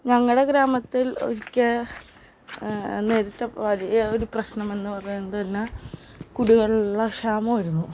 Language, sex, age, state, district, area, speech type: Malayalam, female, 18-30, Kerala, Ernakulam, rural, spontaneous